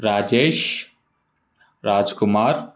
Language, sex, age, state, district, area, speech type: Telugu, male, 18-30, Telangana, Ranga Reddy, urban, spontaneous